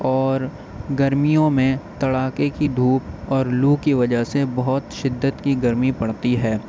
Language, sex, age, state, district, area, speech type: Urdu, male, 18-30, Uttar Pradesh, Aligarh, urban, spontaneous